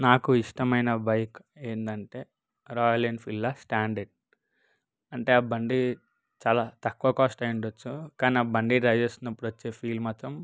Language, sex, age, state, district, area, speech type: Telugu, male, 30-45, Telangana, Ranga Reddy, urban, spontaneous